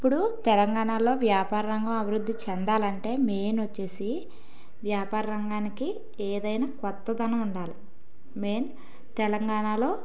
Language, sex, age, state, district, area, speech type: Telugu, female, 18-30, Telangana, Karimnagar, urban, spontaneous